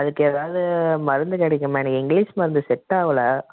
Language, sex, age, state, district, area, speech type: Tamil, male, 18-30, Tamil Nadu, Salem, rural, conversation